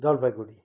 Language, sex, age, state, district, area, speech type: Nepali, male, 60+, West Bengal, Kalimpong, rural, spontaneous